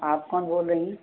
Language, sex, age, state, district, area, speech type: Hindi, female, 60+, Uttar Pradesh, Sitapur, rural, conversation